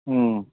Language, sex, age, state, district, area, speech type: Manipuri, male, 45-60, Manipur, Ukhrul, rural, conversation